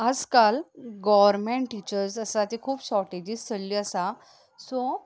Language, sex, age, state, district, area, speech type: Goan Konkani, female, 18-30, Goa, Ponda, urban, spontaneous